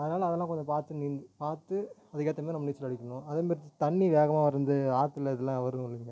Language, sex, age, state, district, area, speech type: Tamil, male, 18-30, Tamil Nadu, Tiruvannamalai, urban, spontaneous